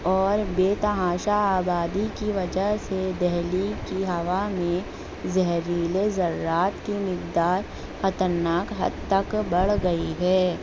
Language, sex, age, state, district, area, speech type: Urdu, female, 18-30, Delhi, North East Delhi, urban, spontaneous